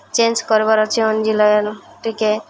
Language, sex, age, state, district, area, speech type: Odia, female, 18-30, Odisha, Malkangiri, urban, spontaneous